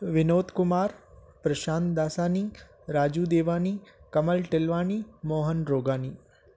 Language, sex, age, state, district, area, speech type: Sindhi, male, 45-60, Rajasthan, Ajmer, rural, spontaneous